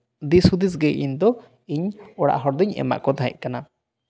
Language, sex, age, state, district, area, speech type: Santali, male, 18-30, West Bengal, Bankura, rural, spontaneous